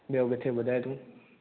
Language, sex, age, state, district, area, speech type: Sindhi, male, 18-30, Maharashtra, Thane, urban, conversation